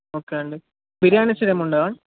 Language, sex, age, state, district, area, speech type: Telugu, male, 18-30, Telangana, Sangareddy, urban, conversation